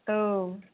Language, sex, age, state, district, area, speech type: Bodo, female, 45-60, Assam, Kokrajhar, rural, conversation